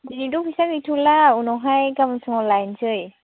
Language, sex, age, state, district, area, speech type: Bodo, female, 18-30, Assam, Chirang, rural, conversation